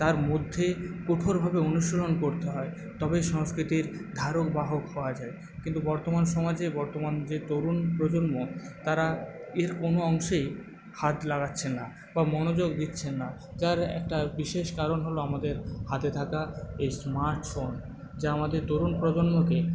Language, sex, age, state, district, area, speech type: Bengali, male, 45-60, West Bengal, Paschim Medinipur, rural, spontaneous